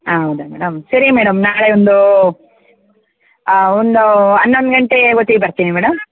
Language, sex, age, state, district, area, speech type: Kannada, female, 30-45, Karnataka, Kodagu, rural, conversation